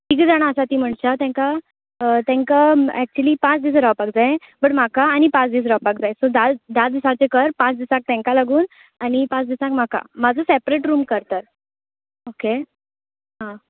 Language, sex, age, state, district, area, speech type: Goan Konkani, female, 18-30, Goa, Tiswadi, rural, conversation